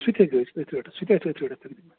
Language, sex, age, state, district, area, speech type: Kashmiri, male, 30-45, Jammu and Kashmir, Bandipora, rural, conversation